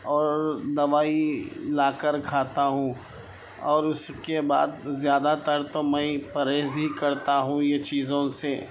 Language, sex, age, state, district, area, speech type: Urdu, male, 30-45, Telangana, Hyderabad, urban, spontaneous